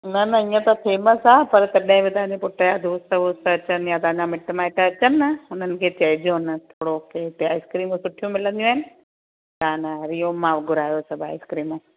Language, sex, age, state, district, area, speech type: Sindhi, female, 45-60, Gujarat, Kutch, rural, conversation